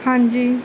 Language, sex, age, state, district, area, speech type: Punjabi, female, 30-45, Punjab, Bathinda, rural, spontaneous